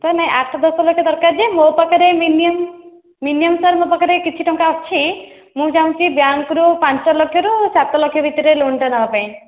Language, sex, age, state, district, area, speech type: Odia, female, 18-30, Odisha, Khordha, rural, conversation